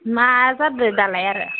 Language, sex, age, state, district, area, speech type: Bodo, female, 30-45, Assam, Udalguri, rural, conversation